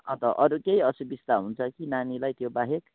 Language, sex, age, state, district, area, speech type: Nepali, male, 30-45, West Bengal, Kalimpong, rural, conversation